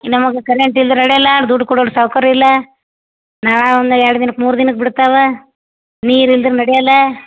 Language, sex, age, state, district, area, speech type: Kannada, female, 45-60, Karnataka, Gulbarga, urban, conversation